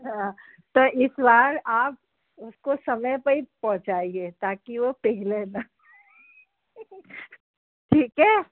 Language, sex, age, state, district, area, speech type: Hindi, female, 60+, Madhya Pradesh, Gwalior, rural, conversation